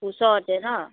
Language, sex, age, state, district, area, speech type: Assamese, female, 30-45, Assam, Biswanath, rural, conversation